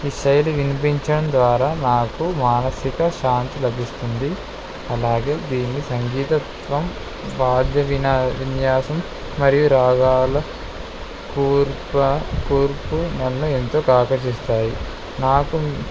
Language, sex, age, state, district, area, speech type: Telugu, male, 18-30, Telangana, Kamareddy, urban, spontaneous